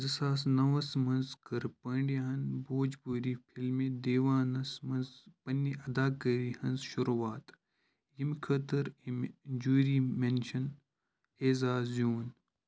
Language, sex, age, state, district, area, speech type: Kashmiri, male, 18-30, Jammu and Kashmir, Kupwara, rural, read